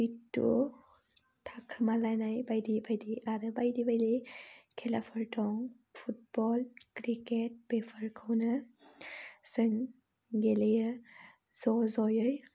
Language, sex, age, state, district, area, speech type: Bodo, female, 18-30, Assam, Udalguri, rural, spontaneous